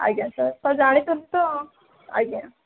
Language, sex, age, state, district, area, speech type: Odia, female, 18-30, Odisha, Jajpur, rural, conversation